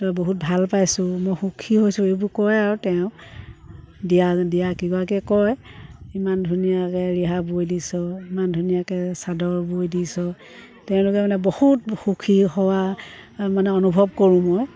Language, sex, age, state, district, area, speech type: Assamese, female, 45-60, Assam, Sivasagar, rural, spontaneous